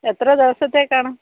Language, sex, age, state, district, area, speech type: Malayalam, female, 45-60, Kerala, Kollam, rural, conversation